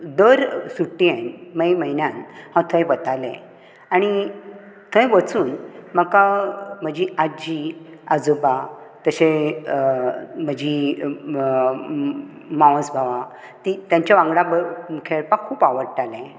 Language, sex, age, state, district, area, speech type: Goan Konkani, female, 60+, Goa, Bardez, urban, spontaneous